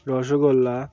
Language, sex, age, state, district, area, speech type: Bengali, male, 18-30, West Bengal, Birbhum, urban, spontaneous